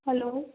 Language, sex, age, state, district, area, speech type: Gujarati, female, 18-30, Gujarat, Ahmedabad, rural, conversation